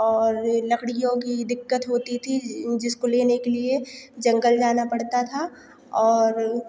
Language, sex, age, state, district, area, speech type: Hindi, female, 18-30, Madhya Pradesh, Hoshangabad, rural, spontaneous